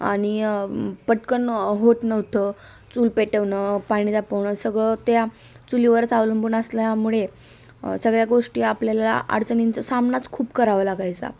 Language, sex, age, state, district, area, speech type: Marathi, female, 18-30, Maharashtra, Osmanabad, rural, spontaneous